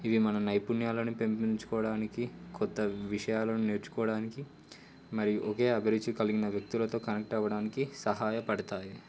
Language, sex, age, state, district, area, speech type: Telugu, male, 18-30, Telangana, Komaram Bheem, urban, spontaneous